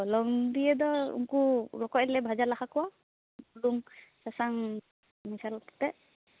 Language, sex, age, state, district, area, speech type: Santali, female, 18-30, West Bengal, Purba Bardhaman, rural, conversation